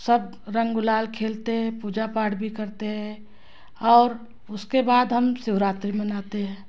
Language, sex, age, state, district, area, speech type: Hindi, female, 30-45, Madhya Pradesh, Betul, rural, spontaneous